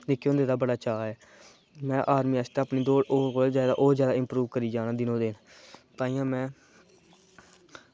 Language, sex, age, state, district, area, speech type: Dogri, male, 18-30, Jammu and Kashmir, Kathua, rural, spontaneous